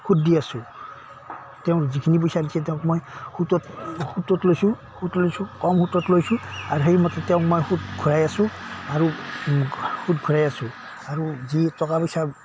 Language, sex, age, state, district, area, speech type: Assamese, male, 60+, Assam, Udalguri, rural, spontaneous